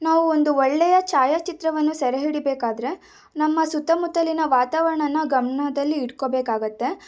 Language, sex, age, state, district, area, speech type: Kannada, female, 18-30, Karnataka, Shimoga, rural, spontaneous